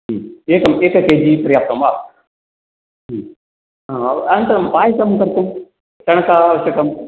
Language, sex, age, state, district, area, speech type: Sanskrit, male, 45-60, Karnataka, Dakshina Kannada, rural, conversation